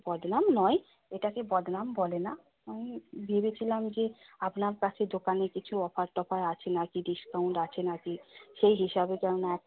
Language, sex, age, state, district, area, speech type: Bengali, female, 30-45, West Bengal, Nadia, rural, conversation